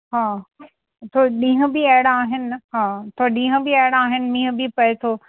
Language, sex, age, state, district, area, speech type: Sindhi, female, 45-60, Uttar Pradesh, Lucknow, rural, conversation